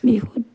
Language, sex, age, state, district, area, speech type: Assamese, female, 60+, Assam, Morigaon, rural, spontaneous